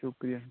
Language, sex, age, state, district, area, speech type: Dogri, male, 18-30, Jammu and Kashmir, Udhampur, rural, conversation